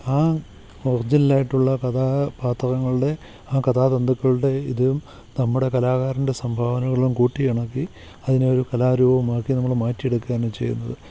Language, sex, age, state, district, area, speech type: Malayalam, male, 45-60, Kerala, Kottayam, urban, spontaneous